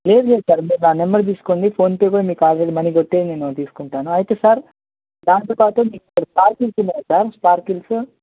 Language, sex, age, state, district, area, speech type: Telugu, male, 18-30, Telangana, Nalgonda, rural, conversation